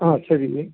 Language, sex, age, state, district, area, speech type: Kannada, male, 60+, Karnataka, Uttara Kannada, rural, conversation